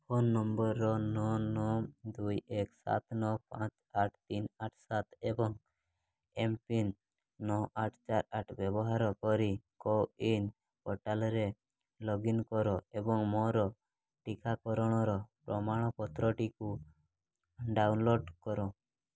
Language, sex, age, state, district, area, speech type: Odia, male, 18-30, Odisha, Mayurbhanj, rural, read